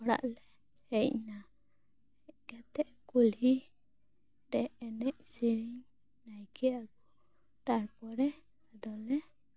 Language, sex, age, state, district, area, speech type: Santali, female, 18-30, West Bengal, Bankura, rural, spontaneous